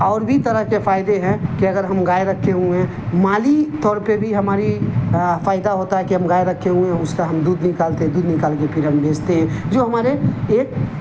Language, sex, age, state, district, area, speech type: Urdu, male, 45-60, Bihar, Darbhanga, rural, spontaneous